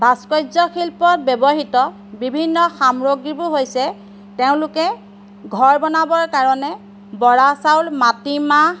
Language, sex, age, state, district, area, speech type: Assamese, female, 45-60, Assam, Golaghat, rural, spontaneous